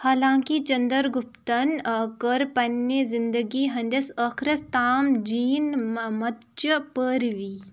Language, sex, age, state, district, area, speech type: Kashmiri, female, 18-30, Jammu and Kashmir, Kupwara, rural, read